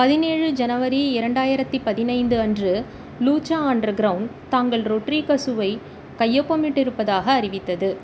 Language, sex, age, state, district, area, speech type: Tamil, female, 30-45, Tamil Nadu, Chennai, urban, read